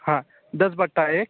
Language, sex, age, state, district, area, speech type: Hindi, male, 30-45, Madhya Pradesh, Bhopal, urban, conversation